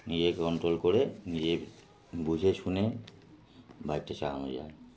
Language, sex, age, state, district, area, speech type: Bengali, male, 30-45, West Bengal, Darjeeling, urban, spontaneous